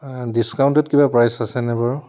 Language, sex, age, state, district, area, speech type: Assamese, male, 45-60, Assam, Charaideo, urban, spontaneous